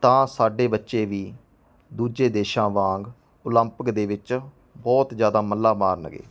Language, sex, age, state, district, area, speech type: Punjabi, male, 30-45, Punjab, Mansa, rural, spontaneous